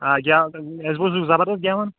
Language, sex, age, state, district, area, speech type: Kashmiri, male, 18-30, Jammu and Kashmir, Kulgam, rural, conversation